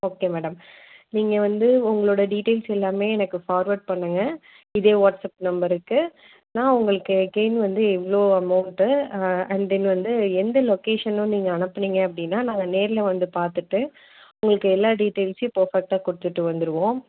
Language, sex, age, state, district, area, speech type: Tamil, female, 30-45, Tamil Nadu, Mayiladuthurai, urban, conversation